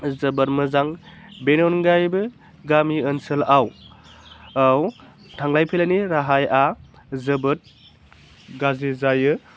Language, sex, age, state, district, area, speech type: Bodo, male, 18-30, Assam, Baksa, rural, spontaneous